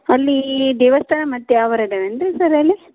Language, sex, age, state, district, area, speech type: Kannada, female, 30-45, Karnataka, Koppal, urban, conversation